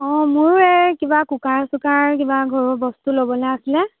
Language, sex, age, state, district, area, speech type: Assamese, female, 18-30, Assam, Dhemaji, rural, conversation